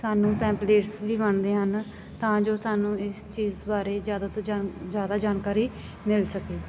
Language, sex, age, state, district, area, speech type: Punjabi, female, 18-30, Punjab, Sangrur, rural, spontaneous